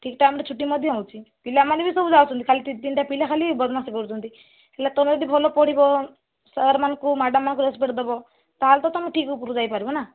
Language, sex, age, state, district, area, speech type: Odia, female, 45-60, Odisha, Kandhamal, rural, conversation